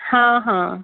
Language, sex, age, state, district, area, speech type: Odia, female, 45-60, Odisha, Angul, rural, conversation